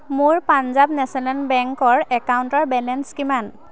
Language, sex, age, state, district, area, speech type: Assamese, female, 18-30, Assam, Majuli, urban, read